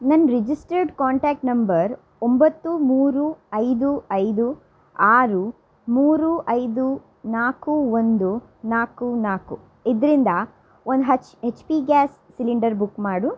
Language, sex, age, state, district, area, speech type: Kannada, female, 30-45, Karnataka, Udupi, rural, read